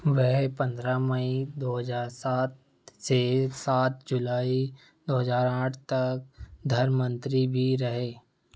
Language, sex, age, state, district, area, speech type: Hindi, male, 30-45, Madhya Pradesh, Seoni, rural, read